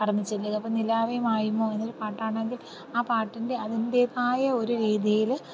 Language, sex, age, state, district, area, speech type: Malayalam, female, 30-45, Kerala, Thiruvananthapuram, rural, spontaneous